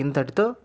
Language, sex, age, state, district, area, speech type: Telugu, male, 30-45, Andhra Pradesh, Anantapur, urban, spontaneous